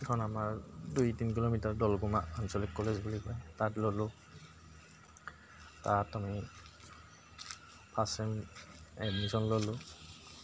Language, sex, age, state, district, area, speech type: Assamese, male, 30-45, Assam, Goalpara, urban, spontaneous